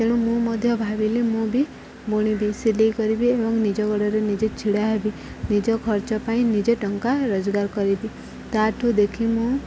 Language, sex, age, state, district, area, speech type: Odia, female, 30-45, Odisha, Subarnapur, urban, spontaneous